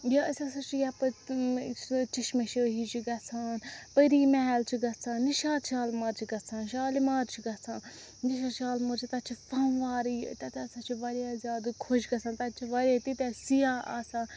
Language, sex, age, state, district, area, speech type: Kashmiri, female, 45-60, Jammu and Kashmir, Srinagar, urban, spontaneous